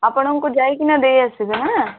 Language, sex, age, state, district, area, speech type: Odia, female, 18-30, Odisha, Malkangiri, urban, conversation